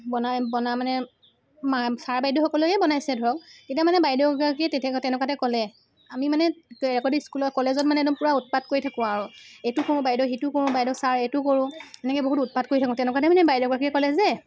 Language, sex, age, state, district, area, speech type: Assamese, female, 18-30, Assam, Sivasagar, urban, spontaneous